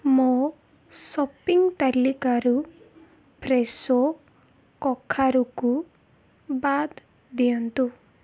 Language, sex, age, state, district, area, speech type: Odia, female, 18-30, Odisha, Ganjam, urban, read